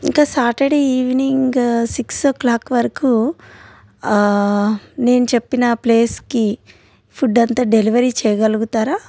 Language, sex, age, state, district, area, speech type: Telugu, female, 30-45, Telangana, Ranga Reddy, urban, spontaneous